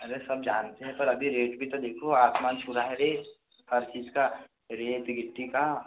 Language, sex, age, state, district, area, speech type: Hindi, male, 60+, Madhya Pradesh, Balaghat, rural, conversation